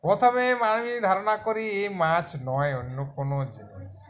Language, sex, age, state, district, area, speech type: Bengali, male, 45-60, West Bengal, Uttar Dinajpur, rural, spontaneous